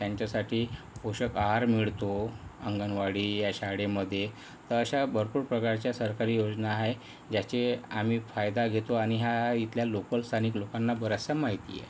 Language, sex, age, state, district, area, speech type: Marathi, male, 18-30, Maharashtra, Yavatmal, rural, spontaneous